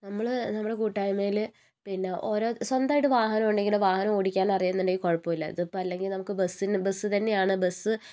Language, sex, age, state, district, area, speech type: Malayalam, female, 60+, Kerala, Wayanad, rural, spontaneous